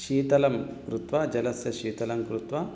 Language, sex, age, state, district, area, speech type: Sanskrit, male, 30-45, Telangana, Hyderabad, urban, spontaneous